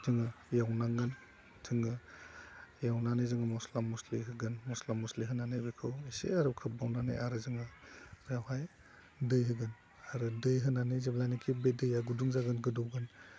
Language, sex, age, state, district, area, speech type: Bodo, male, 30-45, Assam, Udalguri, urban, spontaneous